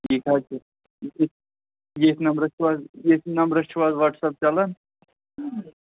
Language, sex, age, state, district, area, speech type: Kashmiri, male, 18-30, Jammu and Kashmir, Pulwama, rural, conversation